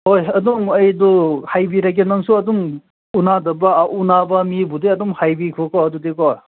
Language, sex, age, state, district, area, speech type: Manipuri, male, 18-30, Manipur, Senapati, rural, conversation